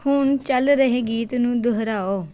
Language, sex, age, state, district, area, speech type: Punjabi, female, 30-45, Punjab, Pathankot, rural, read